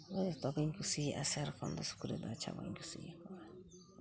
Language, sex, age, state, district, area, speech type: Santali, female, 45-60, West Bengal, Purulia, rural, spontaneous